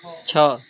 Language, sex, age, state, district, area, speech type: Odia, male, 18-30, Odisha, Bargarh, urban, read